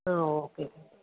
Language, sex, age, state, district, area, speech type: Malayalam, female, 30-45, Kerala, Alappuzha, rural, conversation